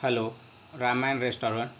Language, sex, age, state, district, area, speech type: Marathi, male, 60+, Maharashtra, Yavatmal, rural, spontaneous